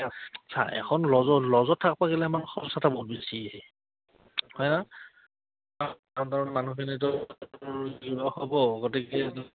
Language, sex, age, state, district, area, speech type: Assamese, female, 30-45, Assam, Goalpara, rural, conversation